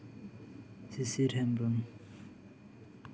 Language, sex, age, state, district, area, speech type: Santali, male, 18-30, West Bengal, Bankura, rural, spontaneous